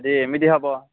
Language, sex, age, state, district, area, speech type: Odia, male, 18-30, Odisha, Jagatsinghpur, urban, conversation